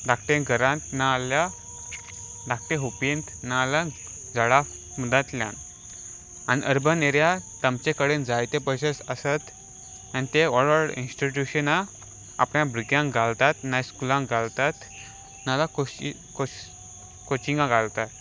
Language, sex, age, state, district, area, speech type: Goan Konkani, male, 18-30, Goa, Salcete, rural, spontaneous